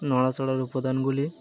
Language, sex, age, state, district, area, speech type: Bengali, male, 45-60, West Bengal, Birbhum, urban, read